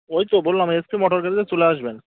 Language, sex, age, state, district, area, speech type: Bengali, male, 30-45, West Bengal, Birbhum, urban, conversation